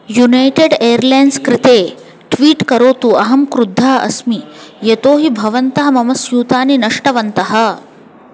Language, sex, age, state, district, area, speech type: Sanskrit, female, 30-45, Telangana, Hyderabad, urban, read